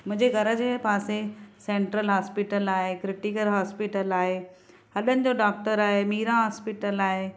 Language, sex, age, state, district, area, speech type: Sindhi, female, 45-60, Maharashtra, Thane, urban, spontaneous